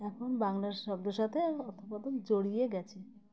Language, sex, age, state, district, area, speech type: Bengali, female, 30-45, West Bengal, Uttar Dinajpur, urban, spontaneous